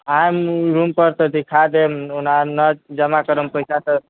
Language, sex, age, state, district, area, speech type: Maithili, male, 30-45, Bihar, Sitamarhi, urban, conversation